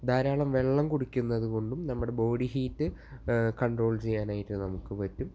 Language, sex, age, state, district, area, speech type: Malayalam, male, 18-30, Kerala, Thrissur, urban, spontaneous